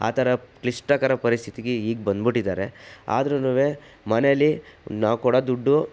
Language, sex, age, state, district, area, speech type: Kannada, male, 60+, Karnataka, Chitradurga, rural, spontaneous